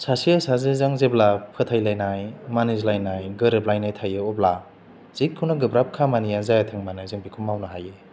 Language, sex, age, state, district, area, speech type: Bodo, male, 30-45, Assam, Chirang, rural, spontaneous